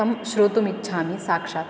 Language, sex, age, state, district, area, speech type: Sanskrit, female, 18-30, Maharashtra, Beed, rural, spontaneous